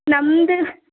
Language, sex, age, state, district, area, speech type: Kannada, female, 18-30, Karnataka, Kodagu, rural, conversation